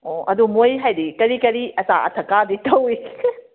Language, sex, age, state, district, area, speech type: Manipuri, female, 30-45, Manipur, Kakching, rural, conversation